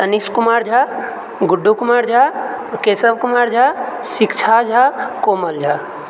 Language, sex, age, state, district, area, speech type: Maithili, male, 30-45, Bihar, Purnia, rural, spontaneous